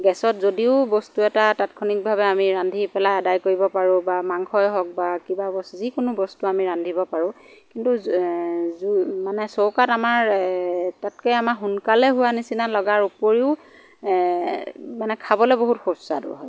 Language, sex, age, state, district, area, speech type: Assamese, female, 45-60, Assam, Lakhimpur, rural, spontaneous